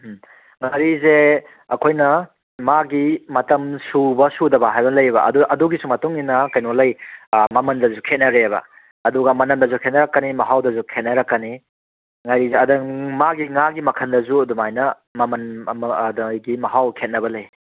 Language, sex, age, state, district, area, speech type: Manipuri, male, 30-45, Manipur, Kangpokpi, urban, conversation